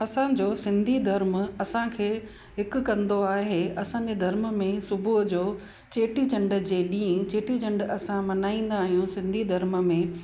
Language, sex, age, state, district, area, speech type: Sindhi, female, 45-60, Gujarat, Kutch, rural, spontaneous